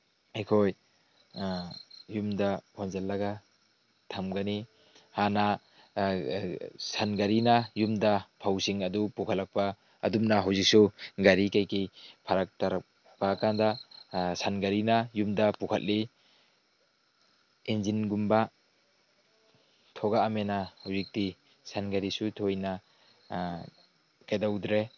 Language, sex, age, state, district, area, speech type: Manipuri, male, 18-30, Manipur, Tengnoupal, rural, spontaneous